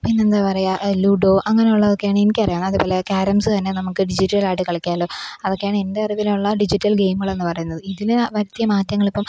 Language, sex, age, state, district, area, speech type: Malayalam, female, 18-30, Kerala, Pathanamthitta, urban, spontaneous